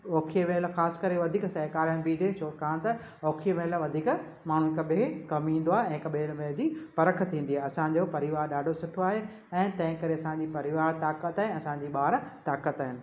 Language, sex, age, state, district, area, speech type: Sindhi, female, 60+, Maharashtra, Thane, urban, spontaneous